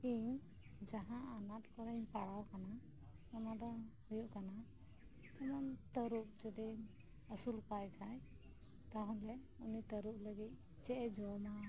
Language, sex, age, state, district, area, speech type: Santali, female, 30-45, West Bengal, Birbhum, rural, spontaneous